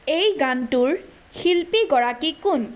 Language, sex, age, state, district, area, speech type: Assamese, female, 18-30, Assam, Charaideo, urban, read